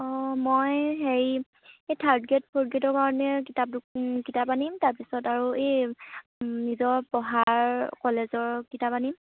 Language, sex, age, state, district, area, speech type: Assamese, female, 18-30, Assam, Dhemaji, rural, conversation